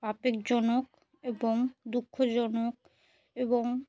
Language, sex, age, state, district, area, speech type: Bengali, female, 18-30, West Bengal, Murshidabad, urban, spontaneous